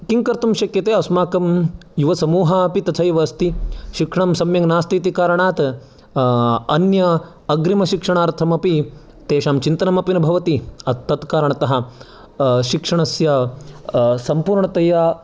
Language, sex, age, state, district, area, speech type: Sanskrit, male, 30-45, Karnataka, Chikkamagaluru, urban, spontaneous